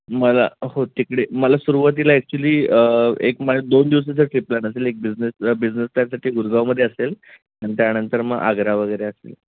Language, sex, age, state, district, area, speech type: Marathi, male, 30-45, Maharashtra, Pune, urban, conversation